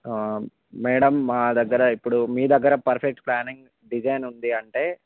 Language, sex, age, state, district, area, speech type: Telugu, male, 45-60, Andhra Pradesh, Visakhapatnam, urban, conversation